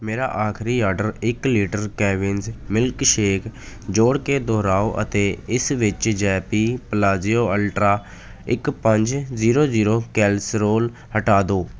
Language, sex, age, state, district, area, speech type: Punjabi, male, 18-30, Punjab, Ludhiana, rural, read